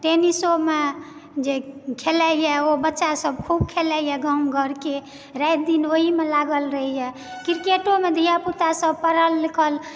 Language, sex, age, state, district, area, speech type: Maithili, female, 30-45, Bihar, Supaul, rural, spontaneous